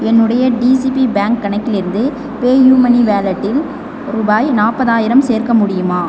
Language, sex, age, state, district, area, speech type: Tamil, female, 18-30, Tamil Nadu, Pudukkottai, rural, read